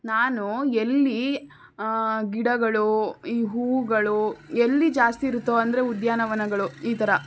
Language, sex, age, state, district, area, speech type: Kannada, female, 18-30, Karnataka, Tumkur, urban, spontaneous